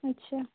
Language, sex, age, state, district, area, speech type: Odia, female, 30-45, Odisha, Dhenkanal, rural, conversation